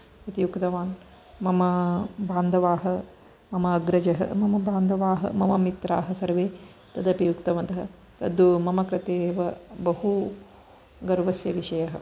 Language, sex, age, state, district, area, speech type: Sanskrit, female, 45-60, Karnataka, Dakshina Kannada, urban, spontaneous